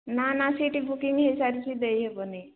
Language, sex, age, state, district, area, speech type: Odia, female, 45-60, Odisha, Angul, rural, conversation